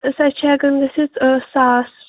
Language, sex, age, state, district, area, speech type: Kashmiri, female, 18-30, Jammu and Kashmir, Kulgam, rural, conversation